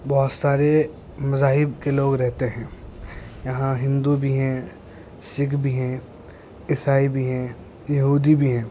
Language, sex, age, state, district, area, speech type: Urdu, male, 18-30, Uttar Pradesh, Muzaffarnagar, urban, spontaneous